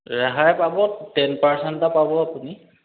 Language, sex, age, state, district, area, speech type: Assamese, male, 30-45, Assam, Majuli, urban, conversation